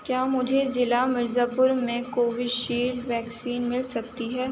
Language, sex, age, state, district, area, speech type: Urdu, female, 18-30, Uttar Pradesh, Aligarh, urban, read